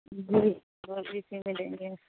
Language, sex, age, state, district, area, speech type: Urdu, female, 45-60, Bihar, Khagaria, rural, conversation